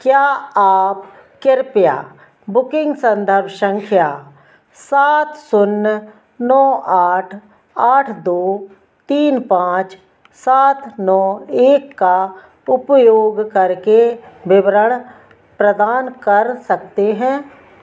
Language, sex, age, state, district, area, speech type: Hindi, female, 45-60, Madhya Pradesh, Narsinghpur, rural, read